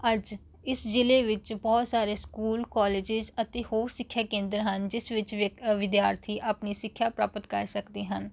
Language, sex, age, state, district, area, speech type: Punjabi, female, 18-30, Punjab, Rupnagar, rural, spontaneous